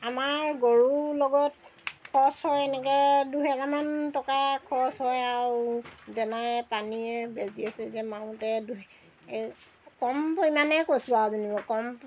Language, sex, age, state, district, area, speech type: Assamese, female, 60+, Assam, Golaghat, urban, spontaneous